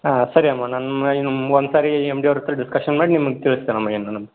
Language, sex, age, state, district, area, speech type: Kannada, male, 18-30, Karnataka, Dharwad, urban, conversation